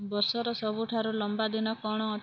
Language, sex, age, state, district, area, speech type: Odia, female, 30-45, Odisha, Kalahandi, rural, read